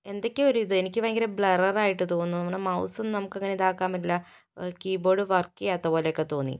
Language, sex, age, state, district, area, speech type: Malayalam, female, 18-30, Kerala, Kozhikode, urban, spontaneous